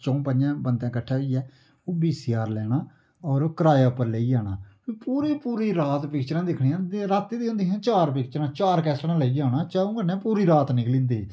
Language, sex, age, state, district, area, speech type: Dogri, male, 30-45, Jammu and Kashmir, Udhampur, rural, spontaneous